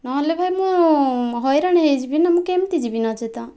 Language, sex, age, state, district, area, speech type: Odia, female, 18-30, Odisha, Kandhamal, rural, spontaneous